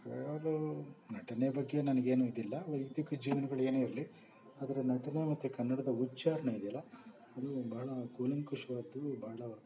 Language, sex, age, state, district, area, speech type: Kannada, male, 60+, Karnataka, Bangalore Urban, rural, spontaneous